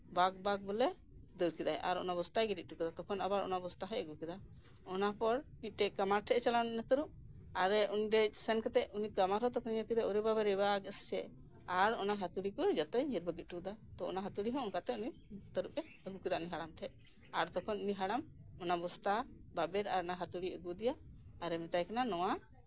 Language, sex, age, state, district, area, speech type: Santali, female, 45-60, West Bengal, Birbhum, rural, spontaneous